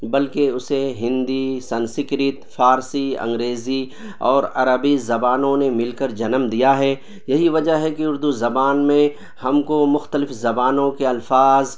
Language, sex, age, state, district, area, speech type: Urdu, male, 30-45, Bihar, Purnia, rural, spontaneous